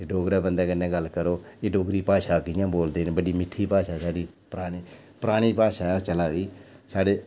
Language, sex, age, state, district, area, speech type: Dogri, male, 45-60, Jammu and Kashmir, Udhampur, urban, spontaneous